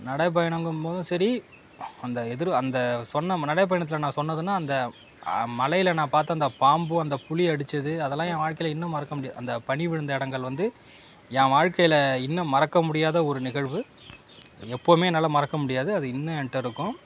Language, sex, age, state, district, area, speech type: Tamil, male, 45-60, Tamil Nadu, Mayiladuthurai, rural, spontaneous